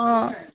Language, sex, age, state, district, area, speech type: Assamese, female, 18-30, Assam, Sivasagar, rural, conversation